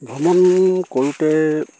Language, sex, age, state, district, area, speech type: Assamese, male, 60+, Assam, Dibrugarh, rural, spontaneous